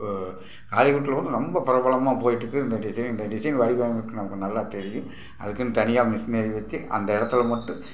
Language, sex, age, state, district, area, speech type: Tamil, male, 60+, Tamil Nadu, Tiruppur, rural, spontaneous